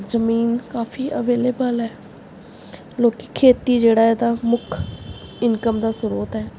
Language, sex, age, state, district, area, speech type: Punjabi, female, 18-30, Punjab, Gurdaspur, urban, spontaneous